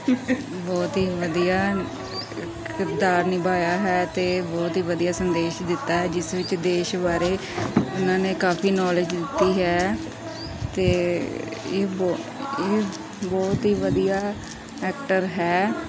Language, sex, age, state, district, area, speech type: Punjabi, female, 18-30, Punjab, Pathankot, rural, spontaneous